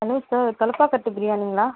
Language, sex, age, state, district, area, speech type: Tamil, female, 30-45, Tamil Nadu, Viluppuram, rural, conversation